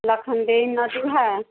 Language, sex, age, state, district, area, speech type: Maithili, female, 30-45, Bihar, Sitamarhi, rural, conversation